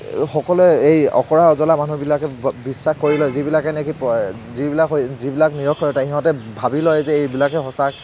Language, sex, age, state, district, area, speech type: Assamese, male, 18-30, Assam, Kamrup Metropolitan, urban, spontaneous